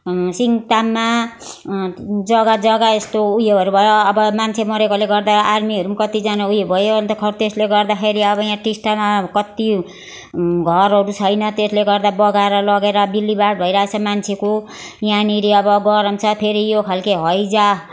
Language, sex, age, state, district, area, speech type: Nepali, female, 60+, West Bengal, Darjeeling, rural, spontaneous